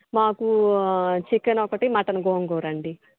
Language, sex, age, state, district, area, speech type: Telugu, female, 30-45, Andhra Pradesh, Bapatla, rural, conversation